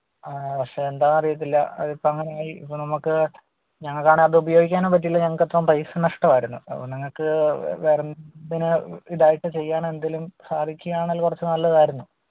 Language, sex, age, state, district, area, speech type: Malayalam, male, 18-30, Kerala, Kottayam, rural, conversation